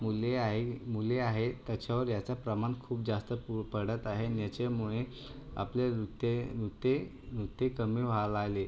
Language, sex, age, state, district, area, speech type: Marathi, male, 30-45, Maharashtra, Buldhana, urban, spontaneous